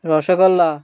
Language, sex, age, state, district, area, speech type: Bengali, male, 30-45, West Bengal, Birbhum, urban, spontaneous